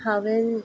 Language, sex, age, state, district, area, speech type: Goan Konkani, female, 18-30, Goa, Ponda, rural, spontaneous